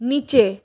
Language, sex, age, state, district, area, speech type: Bengali, female, 30-45, West Bengal, Purulia, urban, read